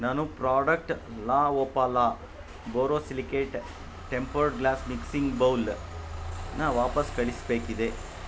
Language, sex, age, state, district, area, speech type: Kannada, male, 45-60, Karnataka, Kolar, urban, read